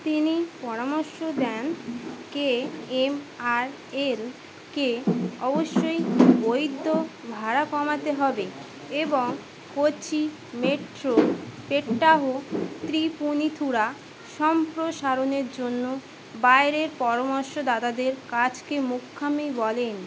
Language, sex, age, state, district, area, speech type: Bengali, female, 18-30, West Bengal, Howrah, urban, read